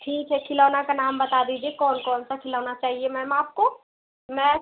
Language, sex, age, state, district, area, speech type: Hindi, female, 18-30, Uttar Pradesh, Mau, rural, conversation